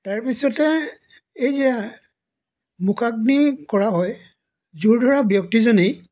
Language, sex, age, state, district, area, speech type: Assamese, male, 60+, Assam, Dibrugarh, rural, spontaneous